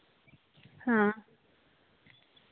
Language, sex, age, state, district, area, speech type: Santali, female, 18-30, West Bengal, Malda, rural, conversation